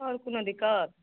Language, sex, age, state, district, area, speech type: Maithili, female, 45-60, Bihar, Madhepura, rural, conversation